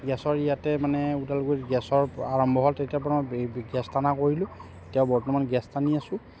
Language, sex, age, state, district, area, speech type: Assamese, male, 30-45, Assam, Udalguri, rural, spontaneous